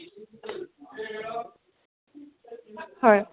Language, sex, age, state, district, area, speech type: Assamese, female, 18-30, Assam, Goalpara, urban, conversation